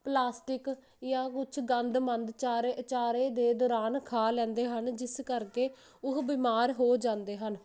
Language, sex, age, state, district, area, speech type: Punjabi, female, 18-30, Punjab, Jalandhar, urban, spontaneous